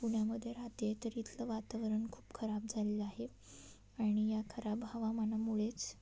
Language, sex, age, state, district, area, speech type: Marathi, female, 18-30, Maharashtra, Satara, urban, spontaneous